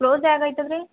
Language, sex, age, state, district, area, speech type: Kannada, female, 18-30, Karnataka, Bidar, urban, conversation